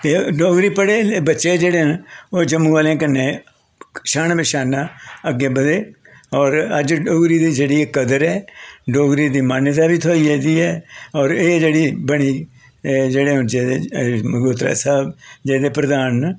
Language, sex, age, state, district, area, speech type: Dogri, male, 60+, Jammu and Kashmir, Jammu, urban, spontaneous